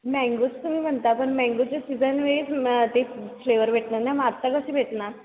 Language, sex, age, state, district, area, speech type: Marathi, female, 18-30, Maharashtra, Kolhapur, rural, conversation